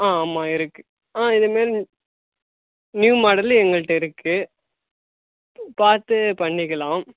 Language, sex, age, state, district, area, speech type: Tamil, male, 18-30, Tamil Nadu, Kallakurichi, rural, conversation